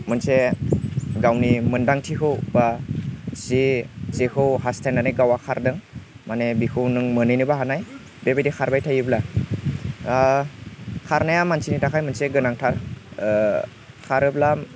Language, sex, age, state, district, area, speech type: Bodo, male, 18-30, Assam, Udalguri, rural, spontaneous